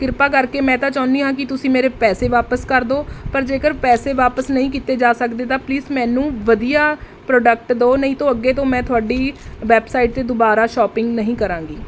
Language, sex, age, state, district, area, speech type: Punjabi, female, 30-45, Punjab, Mohali, rural, spontaneous